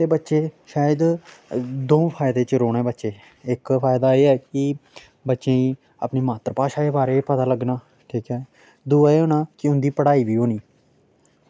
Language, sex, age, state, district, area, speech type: Dogri, male, 30-45, Jammu and Kashmir, Samba, rural, spontaneous